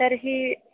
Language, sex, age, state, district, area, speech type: Sanskrit, female, 18-30, Kerala, Thrissur, urban, conversation